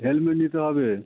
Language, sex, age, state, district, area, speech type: Bengali, male, 30-45, West Bengal, Howrah, urban, conversation